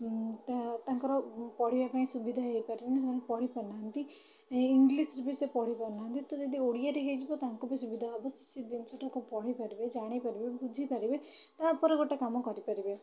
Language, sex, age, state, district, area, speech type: Odia, female, 30-45, Odisha, Bhadrak, rural, spontaneous